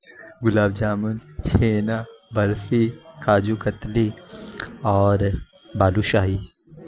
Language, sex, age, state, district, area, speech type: Urdu, male, 18-30, Uttar Pradesh, Azamgarh, rural, spontaneous